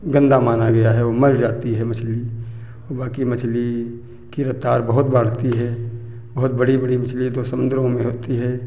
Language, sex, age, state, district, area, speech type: Hindi, male, 45-60, Uttar Pradesh, Hardoi, rural, spontaneous